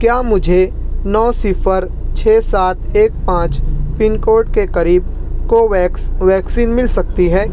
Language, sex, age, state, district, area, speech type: Urdu, male, 60+, Maharashtra, Nashik, rural, read